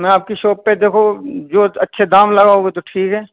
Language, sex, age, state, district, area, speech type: Urdu, male, 45-60, Uttar Pradesh, Muzaffarnagar, rural, conversation